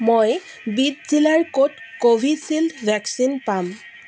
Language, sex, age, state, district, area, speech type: Assamese, female, 45-60, Assam, Dibrugarh, rural, read